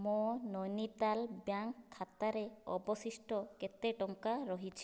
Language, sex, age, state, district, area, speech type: Odia, female, 30-45, Odisha, Kandhamal, rural, read